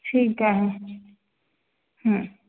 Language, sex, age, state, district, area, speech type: Marathi, female, 18-30, Maharashtra, Yavatmal, urban, conversation